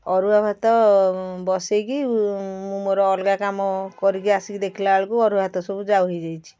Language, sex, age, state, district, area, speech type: Odia, female, 45-60, Odisha, Puri, urban, spontaneous